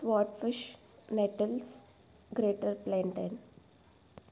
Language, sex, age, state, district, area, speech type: Telugu, female, 18-30, Telangana, Jangaon, urban, spontaneous